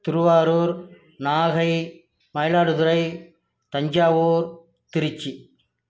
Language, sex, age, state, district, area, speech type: Tamil, male, 60+, Tamil Nadu, Nagapattinam, rural, spontaneous